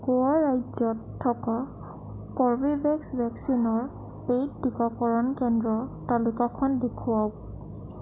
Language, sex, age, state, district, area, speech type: Assamese, female, 18-30, Assam, Sonitpur, rural, read